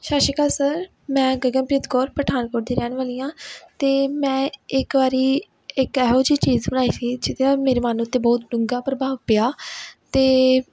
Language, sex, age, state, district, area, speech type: Punjabi, female, 18-30, Punjab, Pathankot, rural, spontaneous